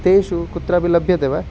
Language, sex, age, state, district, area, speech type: Sanskrit, male, 18-30, Odisha, Khordha, urban, spontaneous